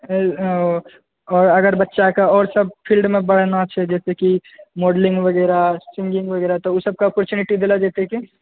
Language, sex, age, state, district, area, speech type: Maithili, male, 18-30, Bihar, Purnia, urban, conversation